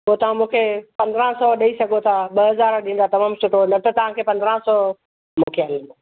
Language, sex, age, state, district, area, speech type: Sindhi, female, 60+, Maharashtra, Mumbai Suburban, urban, conversation